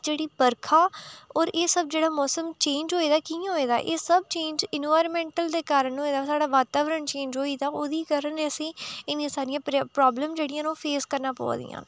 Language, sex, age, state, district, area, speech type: Dogri, female, 30-45, Jammu and Kashmir, Udhampur, urban, spontaneous